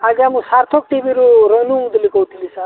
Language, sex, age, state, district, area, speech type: Odia, male, 45-60, Odisha, Nabarangpur, rural, conversation